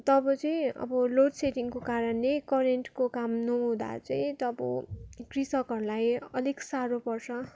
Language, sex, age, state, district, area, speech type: Nepali, female, 30-45, West Bengal, Darjeeling, rural, spontaneous